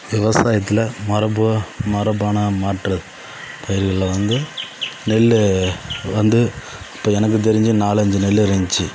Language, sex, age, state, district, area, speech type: Tamil, male, 30-45, Tamil Nadu, Kallakurichi, urban, spontaneous